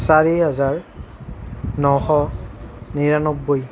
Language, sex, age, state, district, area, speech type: Assamese, male, 30-45, Assam, Nalbari, rural, spontaneous